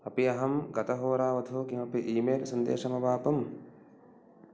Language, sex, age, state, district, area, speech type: Sanskrit, male, 30-45, Karnataka, Uttara Kannada, rural, read